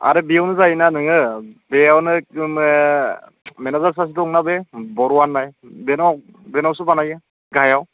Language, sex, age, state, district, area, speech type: Bodo, male, 18-30, Assam, Udalguri, rural, conversation